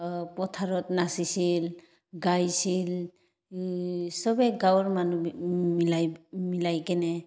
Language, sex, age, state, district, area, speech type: Assamese, female, 30-45, Assam, Goalpara, urban, spontaneous